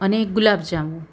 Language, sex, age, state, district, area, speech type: Gujarati, female, 30-45, Gujarat, Surat, urban, spontaneous